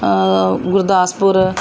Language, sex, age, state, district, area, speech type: Punjabi, female, 45-60, Punjab, Pathankot, rural, spontaneous